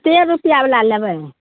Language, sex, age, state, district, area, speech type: Maithili, female, 60+, Bihar, Madhepura, rural, conversation